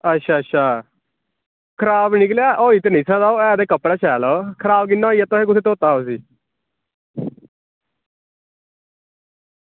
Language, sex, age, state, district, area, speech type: Dogri, male, 18-30, Jammu and Kashmir, Samba, urban, conversation